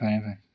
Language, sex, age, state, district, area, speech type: Manipuri, male, 18-30, Manipur, Tengnoupal, rural, spontaneous